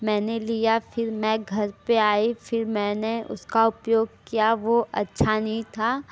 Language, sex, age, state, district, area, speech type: Hindi, female, 18-30, Uttar Pradesh, Mirzapur, urban, spontaneous